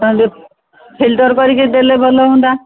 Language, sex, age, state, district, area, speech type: Odia, female, 60+, Odisha, Gajapati, rural, conversation